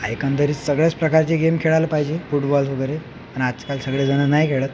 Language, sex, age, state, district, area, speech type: Marathi, male, 18-30, Maharashtra, Akola, rural, spontaneous